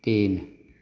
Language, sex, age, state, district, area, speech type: Maithili, male, 45-60, Bihar, Madhepura, rural, read